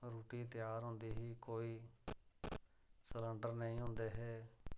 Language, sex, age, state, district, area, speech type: Dogri, male, 45-60, Jammu and Kashmir, Reasi, rural, spontaneous